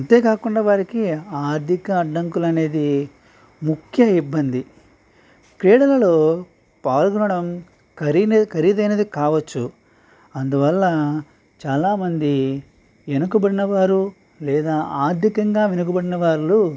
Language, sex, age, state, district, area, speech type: Telugu, male, 45-60, Andhra Pradesh, Eluru, rural, spontaneous